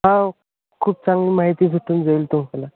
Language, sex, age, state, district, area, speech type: Marathi, male, 30-45, Maharashtra, Hingoli, rural, conversation